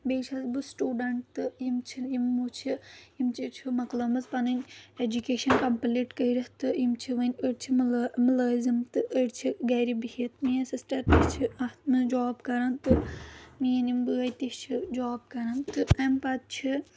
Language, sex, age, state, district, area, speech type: Kashmiri, female, 18-30, Jammu and Kashmir, Anantnag, rural, spontaneous